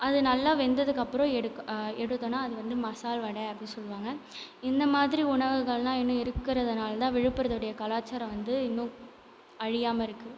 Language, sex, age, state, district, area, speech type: Tamil, female, 18-30, Tamil Nadu, Viluppuram, urban, spontaneous